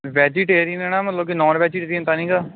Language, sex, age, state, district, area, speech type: Punjabi, male, 18-30, Punjab, Kapurthala, rural, conversation